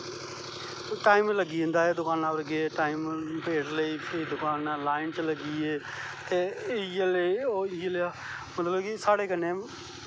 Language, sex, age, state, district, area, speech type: Dogri, male, 30-45, Jammu and Kashmir, Kathua, rural, spontaneous